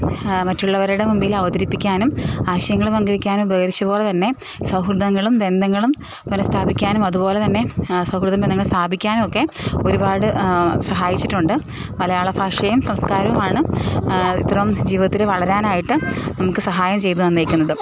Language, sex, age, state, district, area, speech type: Malayalam, female, 30-45, Kerala, Idukki, rural, spontaneous